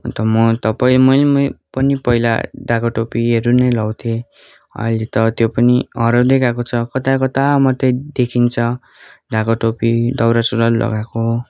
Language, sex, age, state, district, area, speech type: Nepali, male, 18-30, West Bengal, Darjeeling, rural, spontaneous